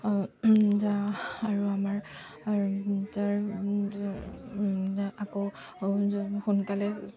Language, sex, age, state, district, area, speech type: Assamese, female, 30-45, Assam, Charaideo, urban, spontaneous